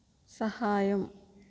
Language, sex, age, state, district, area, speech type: Telugu, female, 60+, Andhra Pradesh, West Godavari, rural, read